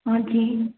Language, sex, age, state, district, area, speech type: Hindi, female, 45-60, Rajasthan, Jodhpur, urban, conversation